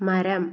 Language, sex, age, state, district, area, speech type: Malayalam, female, 18-30, Kerala, Kollam, rural, read